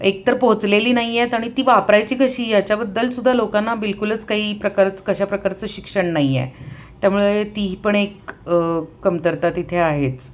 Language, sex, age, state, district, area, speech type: Marathi, female, 45-60, Maharashtra, Pune, urban, spontaneous